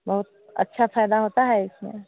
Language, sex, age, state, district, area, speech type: Hindi, female, 45-60, Bihar, Samastipur, rural, conversation